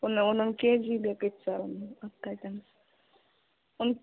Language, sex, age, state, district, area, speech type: Kannada, female, 18-30, Karnataka, Koppal, rural, conversation